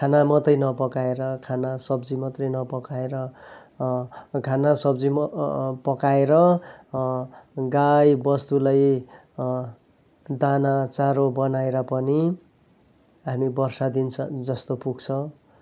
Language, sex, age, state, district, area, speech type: Nepali, male, 45-60, West Bengal, Kalimpong, rural, spontaneous